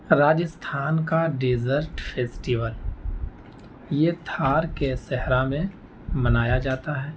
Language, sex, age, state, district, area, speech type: Urdu, male, 18-30, Delhi, North East Delhi, rural, spontaneous